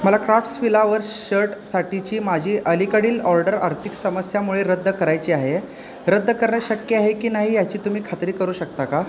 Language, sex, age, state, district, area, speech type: Marathi, male, 18-30, Maharashtra, Sangli, urban, read